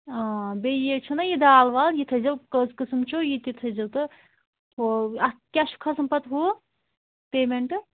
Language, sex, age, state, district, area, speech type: Kashmiri, female, 30-45, Jammu and Kashmir, Anantnag, rural, conversation